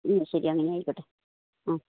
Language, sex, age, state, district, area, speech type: Malayalam, female, 60+, Kerala, Idukki, rural, conversation